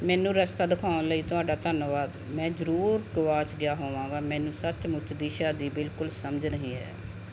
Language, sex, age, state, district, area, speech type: Punjabi, female, 45-60, Punjab, Barnala, urban, read